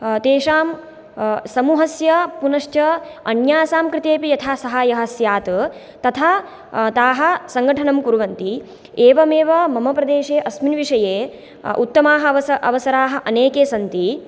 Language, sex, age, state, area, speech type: Sanskrit, female, 18-30, Gujarat, rural, spontaneous